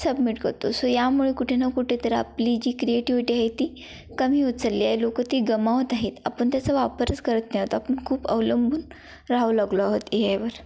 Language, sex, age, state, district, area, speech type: Marathi, female, 18-30, Maharashtra, Kolhapur, rural, spontaneous